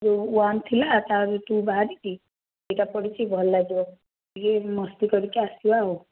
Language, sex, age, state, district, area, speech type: Odia, female, 30-45, Odisha, Cuttack, urban, conversation